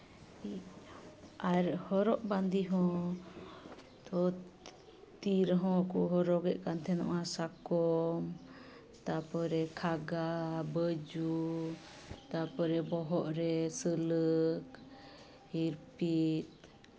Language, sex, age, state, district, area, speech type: Santali, female, 30-45, West Bengal, Malda, rural, spontaneous